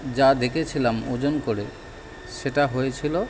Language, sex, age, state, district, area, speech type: Bengali, male, 30-45, West Bengal, Howrah, urban, spontaneous